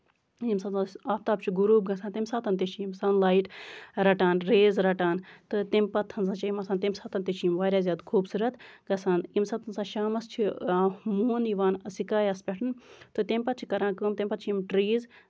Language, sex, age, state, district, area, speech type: Kashmiri, female, 30-45, Jammu and Kashmir, Baramulla, rural, spontaneous